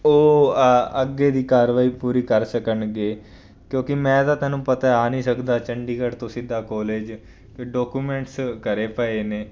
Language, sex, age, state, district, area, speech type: Punjabi, male, 18-30, Punjab, Fazilka, rural, spontaneous